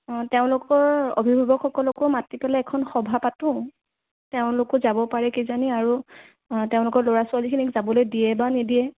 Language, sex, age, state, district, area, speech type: Assamese, male, 18-30, Assam, Sonitpur, rural, conversation